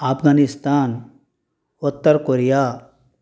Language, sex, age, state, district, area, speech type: Telugu, male, 45-60, Andhra Pradesh, Eluru, rural, spontaneous